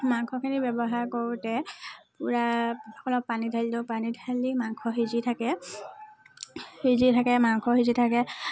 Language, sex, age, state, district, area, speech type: Assamese, female, 18-30, Assam, Tinsukia, rural, spontaneous